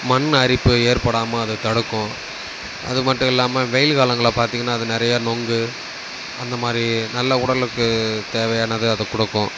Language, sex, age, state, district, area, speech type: Tamil, male, 18-30, Tamil Nadu, Kallakurichi, rural, spontaneous